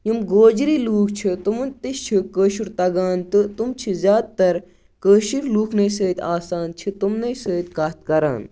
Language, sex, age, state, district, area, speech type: Kashmiri, female, 18-30, Jammu and Kashmir, Kupwara, rural, spontaneous